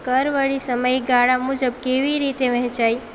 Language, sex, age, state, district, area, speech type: Gujarati, female, 18-30, Gujarat, Valsad, rural, read